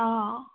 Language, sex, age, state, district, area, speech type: Assamese, female, 18-30, Assam, Dibrugarh, rural, conversation